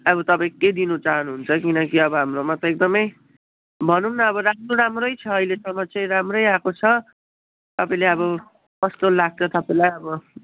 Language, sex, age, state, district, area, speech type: Nepali, male, 45-60, West Bengal, Jalpaiguri, rural, conversation